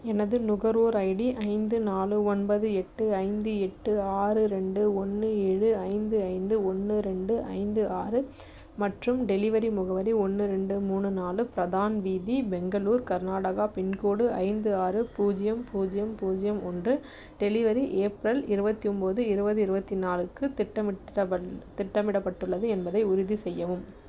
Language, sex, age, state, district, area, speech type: Tamil, female, 18-30, Tamil Nadu, Tiruvallur, rural, read